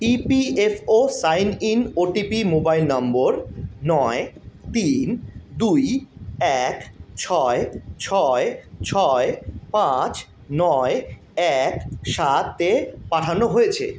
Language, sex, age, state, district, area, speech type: Bengali, male, 30-45, West Bengal, Paschim Bardhaman, urban, read